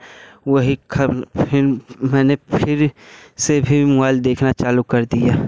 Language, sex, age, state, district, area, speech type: Hindi, male, 18-30, Uttar Pradesh, Jaunpur, rural, spontaneous